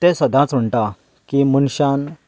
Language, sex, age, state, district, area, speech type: Goan Konkani, male, 30-45, Goa, Canacona, rural, spontaneous